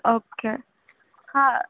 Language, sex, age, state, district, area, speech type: Gujarati, female, 18-30, Gujarat, Surat, urban, conversation